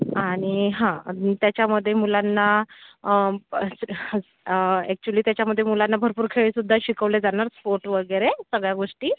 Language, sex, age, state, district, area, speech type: Marathi, female, 45-60, Maharashtra, Yavatmal, rural, conversation